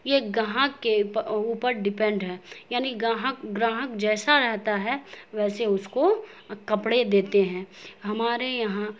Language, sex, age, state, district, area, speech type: Urdu, female, 18-30, Bihar, Saharsa, urban, spontaneous